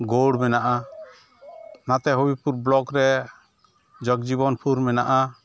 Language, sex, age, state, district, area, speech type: Santali, male, 60+, West Bengal, Malda, rural, spontaneous